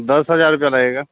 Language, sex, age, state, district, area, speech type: Hindi, male, 30-45, Bihar, Darbhanga, rural, conversation